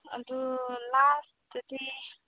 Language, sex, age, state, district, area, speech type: Manipuri, female, 18-30, Manipur, Senapati, urban, conversation